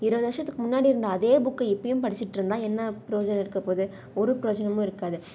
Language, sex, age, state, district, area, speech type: Tamil, female, 18-30, Tamil Nadu, Salem, urban, spontaneous